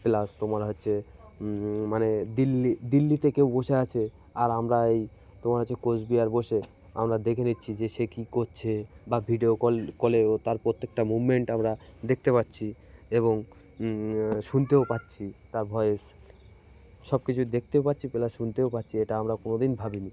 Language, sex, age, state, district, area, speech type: Bengali, male, 30-45, West Bengal, Cooch Behar, urban, spontaneous